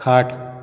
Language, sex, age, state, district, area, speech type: Goan Konkani, male, 60+, Goa, Canacona, rural, read